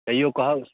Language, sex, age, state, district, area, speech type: Maithili, male, 18-30, Bihar, Saharsa, rural, conversation